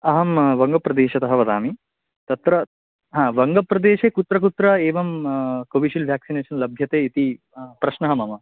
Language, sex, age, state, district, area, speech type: Sanskrit, male, 18-30, West Bengal, Paschim Medinipur, urban, conversation